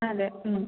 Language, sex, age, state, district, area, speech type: Malayalam, female, 18-30, Kerala, Thiruvananthapuram, rural, conversation